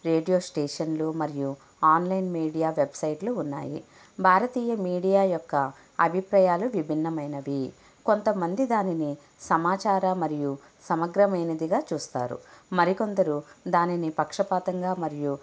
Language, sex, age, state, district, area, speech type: Telugu, female, 45-60, Andhra Pradesh, Konaseema, rural, spontaneous